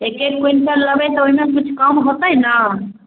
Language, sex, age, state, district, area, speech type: Maithili, female, 18-30, Bihar, Samastipur, urban, conversation